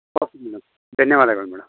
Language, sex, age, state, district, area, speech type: Kannada, male, 45-60, Karnataka, Chikkaballapur, urban, conversation